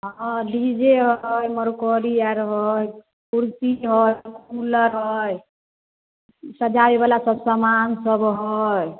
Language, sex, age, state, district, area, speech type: Maithili, female, 30-45, Bihar, Samastipur, urban, conversation